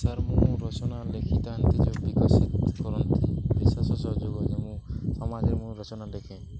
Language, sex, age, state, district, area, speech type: Odia, male, 18-30, Odisha, Nuapada, urban, spontaneous